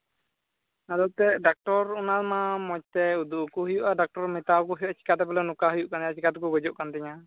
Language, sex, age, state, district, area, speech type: Santali, male, 18-30, Jharkhand, Pakur, rural, conversation